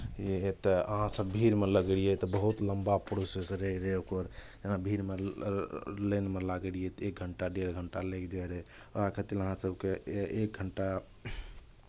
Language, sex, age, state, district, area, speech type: Maithili, male, 18-30, Bihar, Madhepura, rural, spontaneous